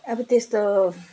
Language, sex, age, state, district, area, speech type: Nepali, female, 60+, West Bengal, Jalpaiguri, rural, spontaneous